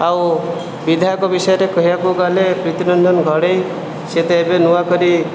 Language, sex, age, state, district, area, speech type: Odia, male, 18-30, Odisha, Jajpur, rural, spontaneous